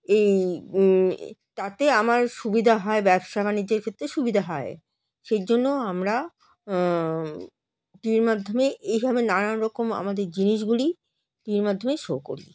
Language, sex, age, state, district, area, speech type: Bengali, female, 45-60, West Bengal, Alipurduar, rural, spontaneous